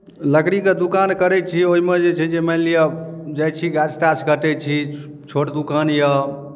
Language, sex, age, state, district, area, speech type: Maithili, male, 30-45, Bihar, Darbhanga, urban, spontaneous